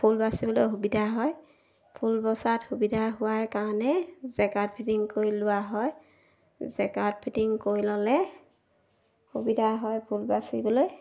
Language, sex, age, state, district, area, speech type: Assamese, female, 30-45, Assam, Sivasagar, rural, spontaneous